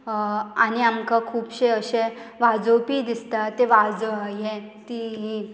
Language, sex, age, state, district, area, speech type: Goan Konkani, female, 18-30, Goa, Murmgao, rural, spontaneous